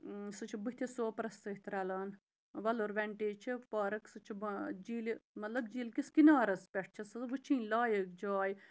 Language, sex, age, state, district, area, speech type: Kashmiri, female, 30-45, Jammu and Kashmir, Bandipora, rural, spontaneous